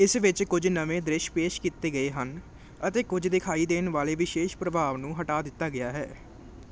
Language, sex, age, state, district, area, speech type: Punjabi, male, 18-30, Punjab, Ludhiana, urban, read